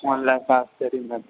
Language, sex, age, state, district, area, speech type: Kannada, male, 18-30, Karnataka, Bangalore Urban, urban, conversation